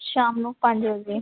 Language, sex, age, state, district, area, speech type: Punjabi, female, 30-45, Punjab, Mohali, rural, conversation